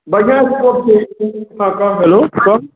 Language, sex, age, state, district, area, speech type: Maithili, male, 18-30, Bihar, Darbhanga, rural, conversation